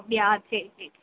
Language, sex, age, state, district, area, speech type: Tamil, female, 18-30, Tamil Nadu, Sivaganga, rural, conversation